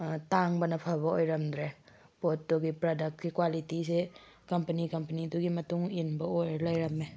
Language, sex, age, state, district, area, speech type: Manipuri, female, 18-30, Manipur, Tengnoupal, rural, spontaneous